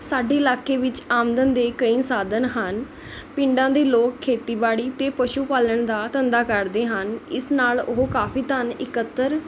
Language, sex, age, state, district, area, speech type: Punjabi, female, 18-30, Punjab, Mohali, rural, spontaneous